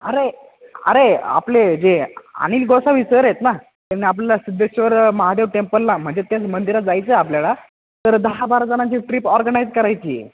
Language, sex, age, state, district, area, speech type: Marathi, male, 18-30, Maharashtra, Ahmednagar, rural, conversation